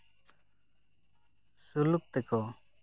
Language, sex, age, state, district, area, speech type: Santali, male, 30-45, West Bengal, Purulia, rural, spontaneous